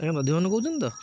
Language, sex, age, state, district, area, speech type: Odia, male, 30-45, Odisha, Jagatsinghpur, rural, spontaneous